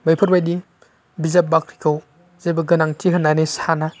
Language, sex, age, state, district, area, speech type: Bodo, male, 18-30, Assam, Baksa, rural, spontaneous